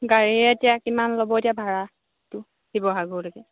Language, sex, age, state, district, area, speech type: Assamese, female, 30-45, Assam, Sivasagar, rural, conversation